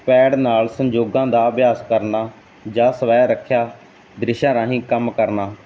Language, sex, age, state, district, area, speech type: Punjabi, male, 30-45, Punjab, Mansa, rural, spontaneous